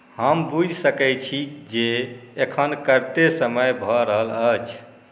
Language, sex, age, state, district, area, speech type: Maithili, male, 45-60, Bihar, Saharsa, urban, read